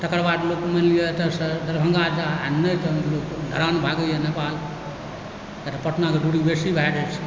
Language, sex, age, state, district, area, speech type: Maithili, male, 45-60, Bihar, Supaul, rural, spontaneous